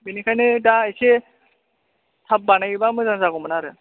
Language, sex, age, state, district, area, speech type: Bodo, male, 18-30, Assam, Chirang, rural, conversation